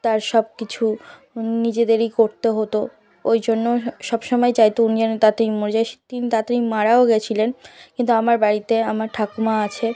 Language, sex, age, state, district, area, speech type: Bengali, female, 18-30, West Bengal, South 24 Parganas, rural, spontaneous